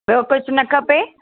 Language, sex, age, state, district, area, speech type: Sindhi, female, 60+, Maharashtra, Thane, urban, conversation